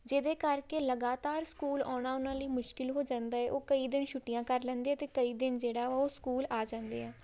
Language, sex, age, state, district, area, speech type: Punjabi, female, 18-30, Punjab, Tarn Taran, rural, spontaneous